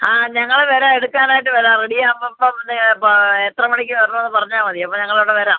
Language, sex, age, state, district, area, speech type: Malayalam, female, 45-60, Kerala, Kollam, rural, conversation